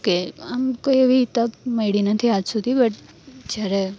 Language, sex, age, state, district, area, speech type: Gujarati, female, 18-30, Gujarat, Rajkot, urban, spontaneous